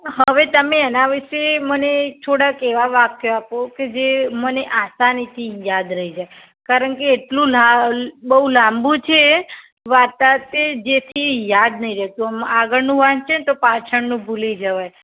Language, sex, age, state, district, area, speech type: Gujarati, female, 45-60, Gujarat, Mehsana, rural, conversation